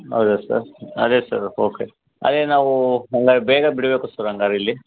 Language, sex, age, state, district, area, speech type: Kannada, male, 45-60, Karnataka, Chikkaballapur, urban, conversation